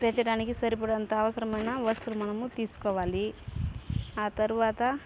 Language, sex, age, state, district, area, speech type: Telugu, female, 30-45, Andhra Pradesh, Sri Balaji, rural, spontaneous